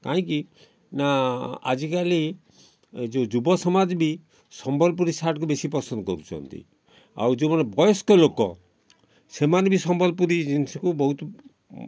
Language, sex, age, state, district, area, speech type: Odia, male, 60+, Odisha, Kalahandi, rural, spontaneous